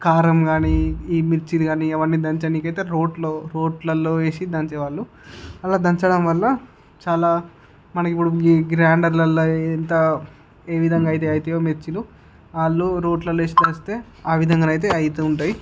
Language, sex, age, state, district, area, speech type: Telugu, male, 60+, Andhra Pradesh, Visakhapatnam, urban, spontaneous